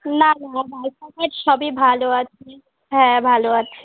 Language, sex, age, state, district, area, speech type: Bengali, female, 18-30, West Bengal, North 24 Parganas, rural, conversation